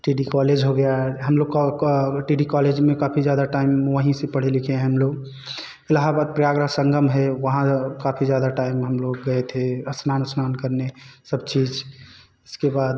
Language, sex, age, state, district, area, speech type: Hindi, male, 18-30, Uttar Pradesh, Jaunpur, urban, spontaneous